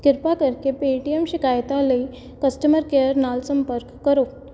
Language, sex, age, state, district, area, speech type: Punjabi, female, 18-30, Punjab, Kapurthala, urban, read